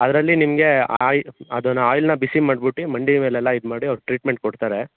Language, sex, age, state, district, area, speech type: Kannada, male, 18-30, Karnataka, Chikkaballapur, rural, conversation